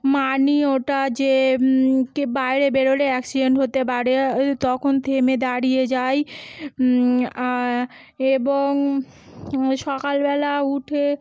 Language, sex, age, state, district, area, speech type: Bengali, female, 30-45, West Bengal, Howrah, urban, spontaneous